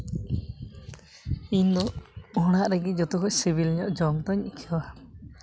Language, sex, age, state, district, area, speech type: Santali, male, 18-30, West Bengal, Uttar Dinajpur, rural, spontaneous